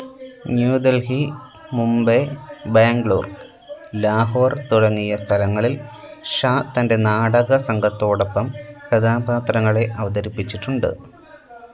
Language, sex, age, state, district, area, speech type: Malayalam, male, 18-30, Kerala, Kollam, rural, read